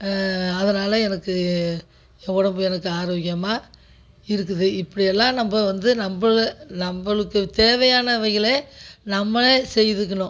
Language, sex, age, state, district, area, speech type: Tamil, female, 60+, Tamil Nadu, Tiruchirappalli, rural, spontaneous